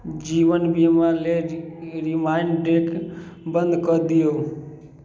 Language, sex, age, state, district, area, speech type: Maithili, male, 18-30, Bihar, Samastipur, urban, read